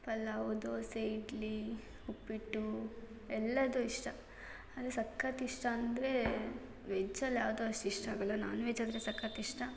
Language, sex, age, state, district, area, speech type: Kannada, female, 18-30, Karnataka, Hassan, rural, spontaneous